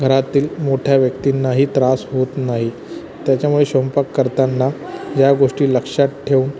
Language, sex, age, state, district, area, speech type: Marathi, male, 30-45, Maharashtra, Thane, urban, spontaneous